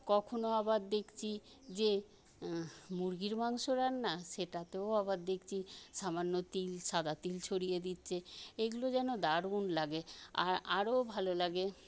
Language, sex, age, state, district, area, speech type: Bengali, female, 60+, West Bengal, Paschim Medinipur, urban, spontaneous